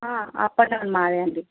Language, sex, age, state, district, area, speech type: Telugu, female, 18-30, Andhra Pradesh, Krishna, urban, conversation